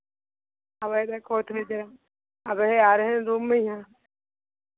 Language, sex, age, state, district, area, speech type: Hindi, female, 45-60, Uttar Pradesh, Hardoi, rural, conversation